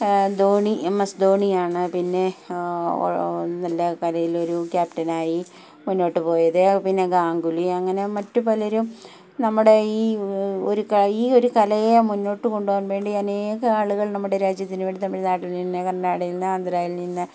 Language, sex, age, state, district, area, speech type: Malayalam, female, 45-60, Kerala, Palakkad, rural, spontaneous